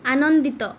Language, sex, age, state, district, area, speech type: Odia, female, 18-30, Odisha, Malkangiri, urban, read